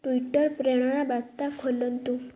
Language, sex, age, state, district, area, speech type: Odia, female, 18-30, Odisha, Kendujhar, urban, read